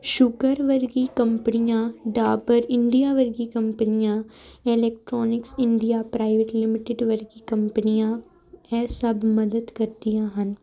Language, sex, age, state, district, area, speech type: Punjabi, female, 18-30, Punjab, Jalandhar, urban, spontaneous